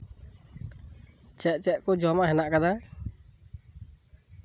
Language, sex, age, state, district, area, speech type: Santali, male, 18-30, West Bengal, Birbhum, rural, spontaneous